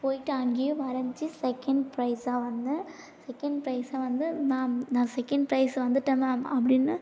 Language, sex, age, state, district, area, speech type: Tamil, female, 18-30, Tamil Nadu, Tiruvannamalai, urban, spontaneous